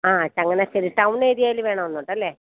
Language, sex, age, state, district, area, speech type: Malayalam, female, 45-60, Kerala, Kottayam, rural, conversation